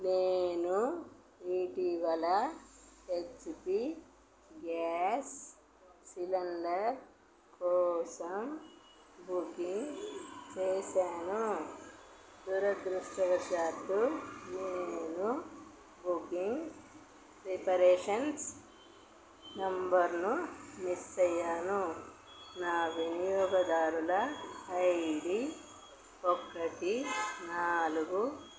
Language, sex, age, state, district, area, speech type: Telugu, female, 45-60, Telangana, Peddapalli, rural, read